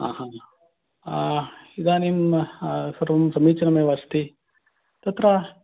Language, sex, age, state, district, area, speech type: Sanskrit, male, 45-60, Karnataka, Mysore, urban, conversation